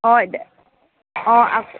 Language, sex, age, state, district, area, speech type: Assamese, female, 45-60, Assam, Dibrugarh, rural, conversation